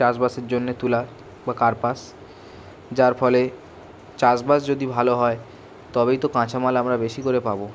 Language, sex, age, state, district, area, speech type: Bengali, male, 18-30, West Bengal, Kolkata, urban, spontaneous